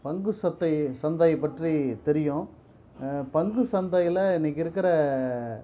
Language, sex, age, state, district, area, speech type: Tamil, male, 45-60, Tamil Nadu, Perambalur, urban, spontaneous